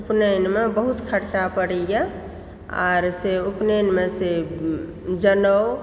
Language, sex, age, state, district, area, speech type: Maithili, female, 60+, Bihar, Supaul, rural, spontaneous